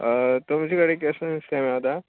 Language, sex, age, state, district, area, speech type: Goan Konkani, male, 30-45, Goa, Murmgao, rural, conversation